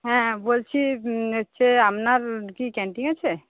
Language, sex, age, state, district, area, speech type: Bengali, female, 30-45, West Bengal, Uttar Dinajpur, urban, conversation